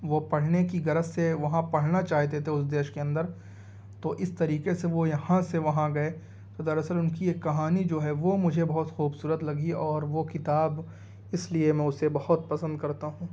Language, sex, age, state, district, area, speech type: Urdu, male, 18-30, Delhi, East Delhi, urban, spontaneous